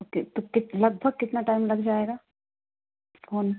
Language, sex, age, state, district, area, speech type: Hindi, female, 18-30, Madhya Pradesh, Katni, urban, conversation